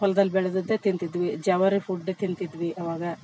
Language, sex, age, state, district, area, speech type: Kannada, female, 45-60, Karnataka, Vijayanagara, rural, spontaneous